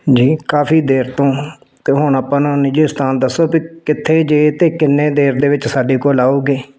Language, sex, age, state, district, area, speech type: Punjabi, male, 45-60, Punjab, Tarn Taran, rural, spontaneous